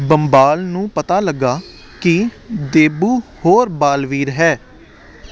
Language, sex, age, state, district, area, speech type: Punjabi, male, 18-30, Punjab, Hoshiarpur, urban, read